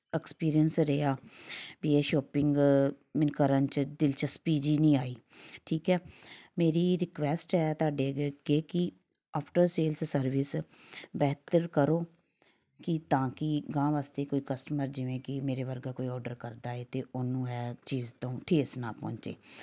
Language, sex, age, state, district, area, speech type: Punjabi, female, 30-45, Punjab, Tarn Taran, urban, spontaneous